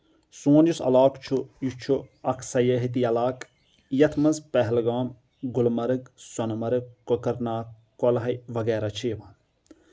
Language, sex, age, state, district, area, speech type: Kashmiri, male, 30-45, Jammu and Kashmir, Anantnag, rural, spontaneous